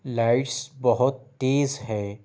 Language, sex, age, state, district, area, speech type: Urdu, male, 30-45, Telangana, Hyderabad, urban, read